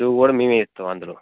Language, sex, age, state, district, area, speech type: Telugu, male, 30-45, Telangana, Jangaon, rural, conversation